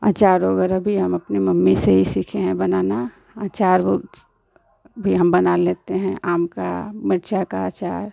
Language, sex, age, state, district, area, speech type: Hindi, female, 30-45, Uttar Pradesh, Ghazipur, urban, spontaneous